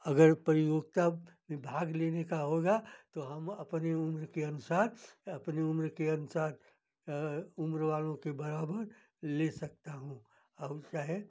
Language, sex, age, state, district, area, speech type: Hindi, male, 60+, Uttar Pradesh, Ghazipur, rural, spontaneous